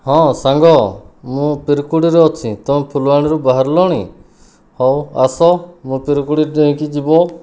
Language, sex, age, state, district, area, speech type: Odia, male, 30-45, Odisha, Kandhamal, rural, spontaneous